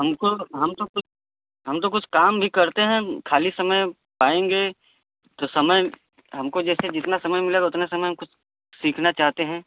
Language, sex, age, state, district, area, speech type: Hindi, male, 30-45, Uttar Pradesh, Varanasi, urban, conversation